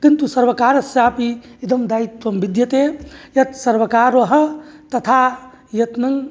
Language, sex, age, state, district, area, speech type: Sanskrit, male, 45-60, Uttar Pradesh, Mirzapur, urban, spontaneous